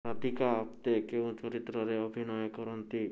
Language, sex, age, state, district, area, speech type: Odia, male, 30-45, Odisha, Bhadrak, rural, read